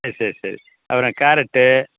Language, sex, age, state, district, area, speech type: Tamil, male, 60+, Tamil Nadu, Thanjavur, rural, conversation